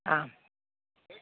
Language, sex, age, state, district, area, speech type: Malayalam, female, 45-60, Kerala, Idukki, rural, conversation